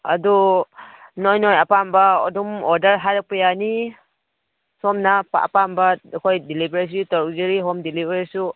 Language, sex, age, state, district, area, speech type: Manipuri, female, 30-45, Manipur, Kangpokpi, urban, conversation